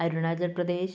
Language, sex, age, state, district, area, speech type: Malayalam, female, 30-45, Kerala, Kannur, rural, spontaneous